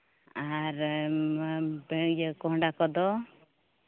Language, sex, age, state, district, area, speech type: Santali, female, 30-45, Jharkhand, East Singhbhum, rural, conversation